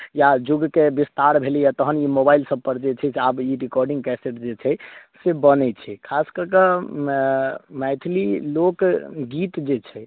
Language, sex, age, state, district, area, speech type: Maithili, male, 18-30, Bihar, Madhubani, rural, conversation